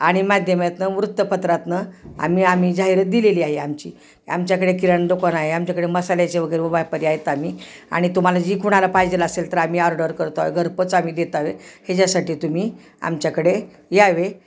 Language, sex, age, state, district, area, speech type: Marathi, female, 60+, Maharashtra, Osmanabad, rural, spontaneous